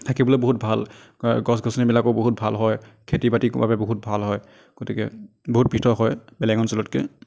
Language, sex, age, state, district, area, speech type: Assamese, male, 30-45, Assam, Darrang, rural, spontaneous